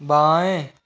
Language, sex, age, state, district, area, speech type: Hindi, male, 30-45, Rajasthan, Jaipur, urban, read